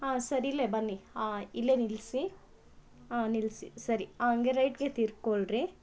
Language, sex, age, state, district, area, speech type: Kannada, female, 18-30, Karnataka, Bangalore Rural, rural, spontaneous